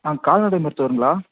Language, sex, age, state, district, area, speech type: Tamil, male, 18-30, Tamil Nadu, Salem, rural, conversation